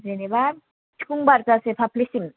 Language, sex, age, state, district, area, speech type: Bodo, female, 18-30, Assam, Kokrajhar, rural, conversation